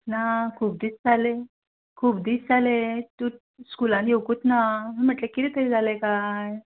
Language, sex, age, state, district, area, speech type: Goan Konkani, female, 30-45, Goa, Ponda, rural, conversation